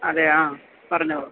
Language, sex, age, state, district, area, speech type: Malayalam, female, 30-45, Kerala, Kottayam, urban, conversation